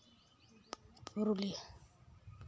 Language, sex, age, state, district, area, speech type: Santali, female, 18-30, West Bengal, Purulia, rural, spontaneous